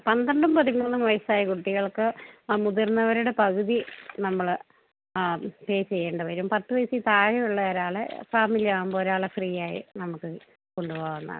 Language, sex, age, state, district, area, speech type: Malayalam, female, 30-45, Kerala, Idukki, rural, conversation